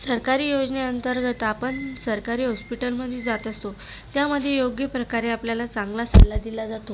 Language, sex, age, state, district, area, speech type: Marathi, female, 18-30, Maharashtra, Buldhana, rural, spontaneous